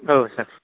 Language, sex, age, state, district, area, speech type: Bodo, male, 18-30, Assam, Udalguri, rural, conversation